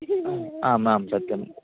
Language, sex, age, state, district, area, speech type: Sanskrit, male, 30-45, Karnataka, Chikkamagaluru, rural, conversation